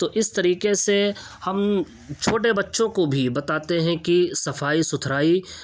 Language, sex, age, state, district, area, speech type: Urdu, male, 18-30, Uttar Pradesh, Ghaziabad, urban, spontaneous